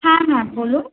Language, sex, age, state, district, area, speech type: Bengali, female, 18-30, West Bengal, Kolkata, urban, conversation